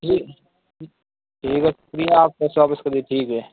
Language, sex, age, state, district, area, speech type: Urdu, male, 18-30, Uttar Pradesh, Saharanpur, urban, conversation